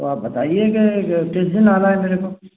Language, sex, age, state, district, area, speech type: Hindi, male, 60+, Madhya Pradesh, Gwalior, rural, conversation